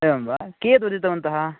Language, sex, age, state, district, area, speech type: Sanskrit, male, 18-30, Karnataka, Chikkamagaluru, rural, conversation